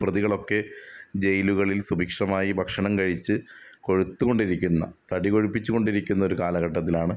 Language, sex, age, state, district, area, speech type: Malayalam, male, 30-45, Kerala, Ernakulam, rural, spontaneous